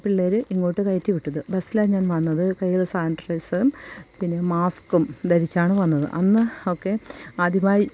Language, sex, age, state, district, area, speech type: Malayalam, female, 45-60, Kerala, Kollam, rural, spontaneous